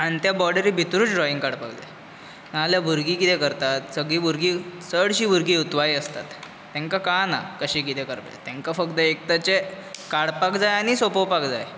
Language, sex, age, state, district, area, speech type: Goan Konkani, male, 18-30, Goa, Bardez, urban, spontaneous